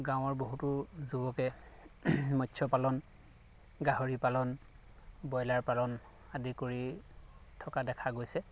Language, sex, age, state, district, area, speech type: Assamese, male, 30-45, Assam, Lakhimpur, rural, spontaneous